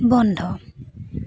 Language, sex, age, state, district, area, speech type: Assamese, female, 30-45, Assam, Dibrugarh, rural, read